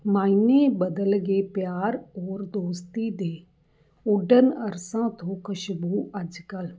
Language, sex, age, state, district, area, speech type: Punjabi, female, 30-45, Punjab, Fazilka, rural, spontaneous